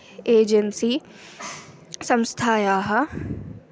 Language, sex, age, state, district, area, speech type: Sanskrit, female, 18-30, Andhra Pradesh, Eluru, rural, spontaneous